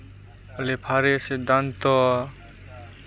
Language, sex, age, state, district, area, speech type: Santali, male, 18-30, West Bengal, Purba Bardhaman, rural, spontaneous